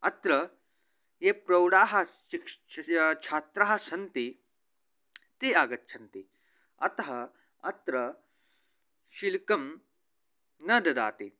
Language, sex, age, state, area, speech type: Sanskrit, male, 18-30, Haryana, rural, spontaneous